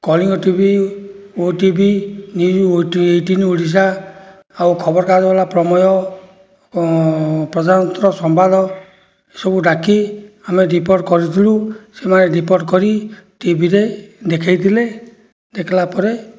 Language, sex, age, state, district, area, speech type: Odia, male, 60+, Odisha, Jajpur, rural, spontaneous